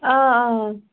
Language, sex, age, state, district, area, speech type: Kashmiri, female, 18-30, Jammu and Kashmir, Pulwama, rural, conversation